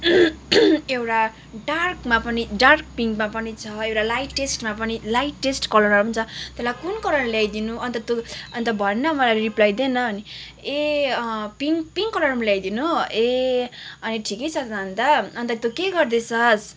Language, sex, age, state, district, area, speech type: Nepali, female, 18-30, West Bengal, Kalimpong, rural, spontaneous